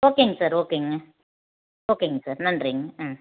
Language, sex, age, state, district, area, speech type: Tamil, female, 45-60, Tamil Nadu, Erode, rural, conversation